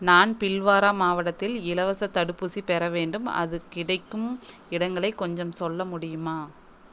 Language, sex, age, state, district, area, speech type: Tamil, female, 30-45, Tamil Nadu, Erode, rural, read